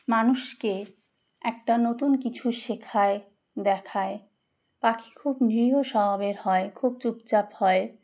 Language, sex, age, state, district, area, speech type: Bengali, female, 30-45, West Bengal, Dakshin Dinajpur, urban, spontaneous